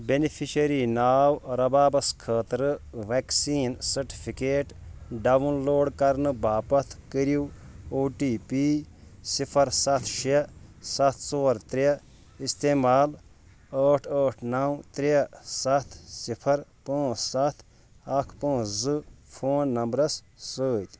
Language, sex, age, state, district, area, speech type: Kashmiri, male, 30-45, Jammu and Kashmir, Shopian, rural, read